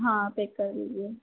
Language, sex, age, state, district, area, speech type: Hindi, female, 30-45, Madhya Pradesh, Harda, urban, conversation